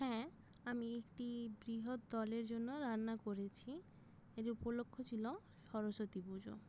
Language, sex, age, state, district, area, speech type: Bengali, female, 30-45, West Bengal, Jalpaiguri, rural, spontaneous